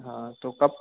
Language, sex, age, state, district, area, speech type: Hindi, male, 18-30, Madhya Pradesh, Hoshangabad, urban, conversation